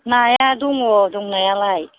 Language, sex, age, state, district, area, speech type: Bodo, female, 60+, Assam, Kokrajhar, urban, conversation